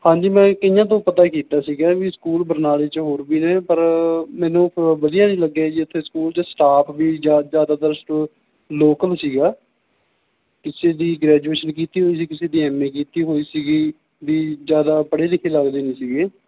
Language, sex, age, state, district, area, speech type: Punjabi, male, 18-30, Punjab, Barnala, rural, conversation